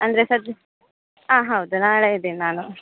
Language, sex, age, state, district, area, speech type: Kannada, female, 18-30, Karnataka, Dakshina Kannada, rural, conversation